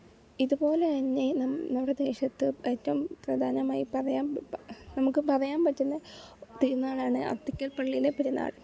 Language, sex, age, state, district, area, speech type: Malayalam, female, 18-30, Kerala, Alappuzha, rural, spontaneous